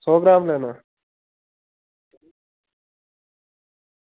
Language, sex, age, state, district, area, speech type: Dogri, male, 30-45, Jammu and Kashmir, Udhampur, rural, conversation